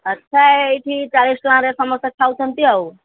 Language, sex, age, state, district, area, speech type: Odia, female, 45-60, Odisha, Sundergarh, rural, conversation